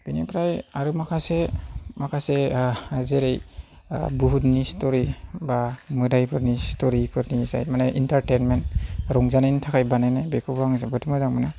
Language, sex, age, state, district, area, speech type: Bodo, male, 30-45, Assam, Chirang, urban, spontaneous